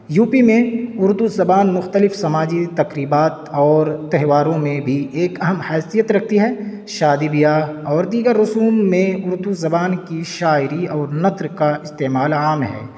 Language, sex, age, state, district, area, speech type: Urdu, male, 18-30, Uttar Pradesh, Siddharthnagar, rural, spontaneous